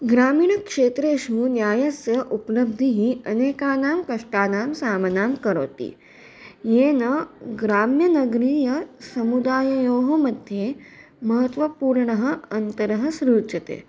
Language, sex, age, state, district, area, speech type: Sanskrit, female, 18-30, Maharashtra, Chandrapur, urban, spontaneous